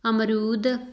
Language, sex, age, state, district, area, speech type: Punjabi, female, 18-30, Punjab, Tarn Taran, rural, spontaneous